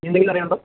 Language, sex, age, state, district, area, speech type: Malayalam, male, 18-30, Kerala, Kottayam, rural, conversation